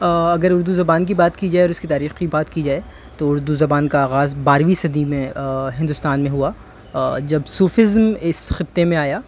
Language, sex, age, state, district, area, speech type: Urdu, male, 30-45, Delhi, North East Delhi, urban, spontaneous